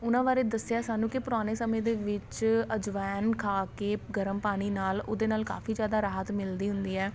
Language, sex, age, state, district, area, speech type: Punjabi, female, 30-45, Punjab, Patiala, rural, spontaneous